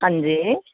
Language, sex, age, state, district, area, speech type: Punjabi, female, 60+, Punjab, Gurdaspur, urban, conversation